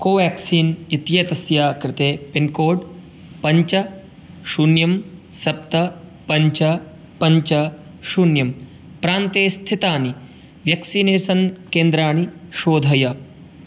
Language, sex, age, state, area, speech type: Sanskrit, male, 18-30, Uttar Pradesh, rural, read